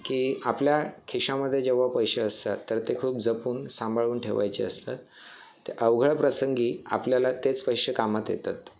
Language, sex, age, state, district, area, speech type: Marathi, male, 18-30, Maharashtra, Thane, urban, spontaneous